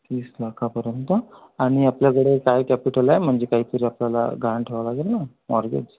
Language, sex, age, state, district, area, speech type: Marathi, male, 30-45, Maharashtra, Amravati, rural, conversation